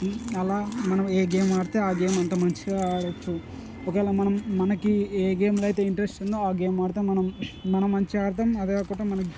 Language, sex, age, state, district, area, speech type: Telugu, male, 18-30, Telangana, Ranga Reddy, rural, spontaneous